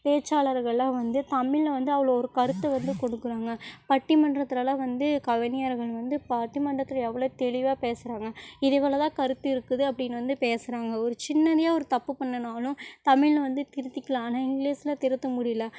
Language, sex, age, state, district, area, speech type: Tamil, female, 18-30, Tamil Nadu, Namakkal, rural, spontaneous